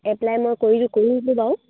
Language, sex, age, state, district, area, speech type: Assamese, female, 18-30, Assam, Dibrugarh, rural, conversation